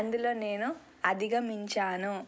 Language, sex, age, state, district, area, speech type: Telugu, female, 18-30, Telangana, Nirmal, rural, spontaneous